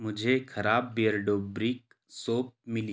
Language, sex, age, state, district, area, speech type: Hindi, male, 30-45, Madhya Pradesh, Betul, rural, read